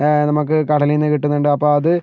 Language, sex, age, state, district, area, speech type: Malayalam, male, 45-60, Kerala, Kozhikode, urban, spontaneous